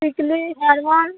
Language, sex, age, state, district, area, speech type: Odia, female, 60+, Odisha, Boudh, rural, conversation